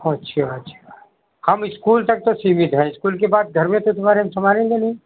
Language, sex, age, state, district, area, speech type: Hindi, male, 60+, Uttar Pradesh, Sitapur, rural, conversation